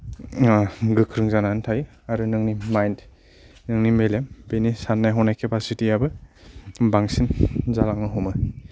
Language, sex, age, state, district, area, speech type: Bodo, male, 30-45, Assam, Kokrajhar, rural, spontaneous